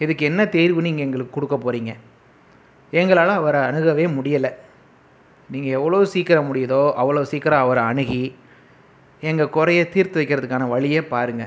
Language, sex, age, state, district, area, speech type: Tamil, male, 18-30, Tamil Nadu, Pudukkottai, rural, spontaneous